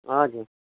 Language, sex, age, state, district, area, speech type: Nepali, female, 45-60, West Bengal, Darjeeling, rural, conversation